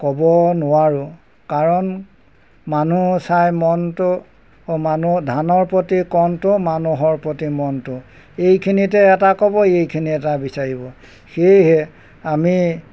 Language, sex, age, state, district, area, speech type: Assamese, male, 60+, Assam, Golaghat, urban, spontaneous